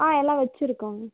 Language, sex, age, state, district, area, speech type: Tamil, female, 18-30, Tamil Nadu, Tirupattur, urban, conversation